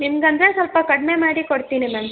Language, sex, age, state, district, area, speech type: Kannada, female, 18-30, Karnataka, Chikkamagaluru, rural, conversation